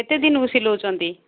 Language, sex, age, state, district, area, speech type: Odia, female, 45-60, Odisha, Gajapati, rural, conversation